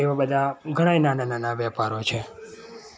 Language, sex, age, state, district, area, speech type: Gujarati, male, 30-45, Gujarat, Kheda, rural, spontaneous